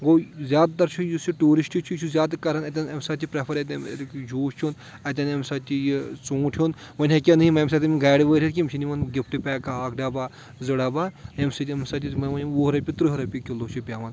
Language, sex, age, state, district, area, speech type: Kashmiri, male, 30-45, Jammu and Kashmir, Anantnag, rural, spontaneous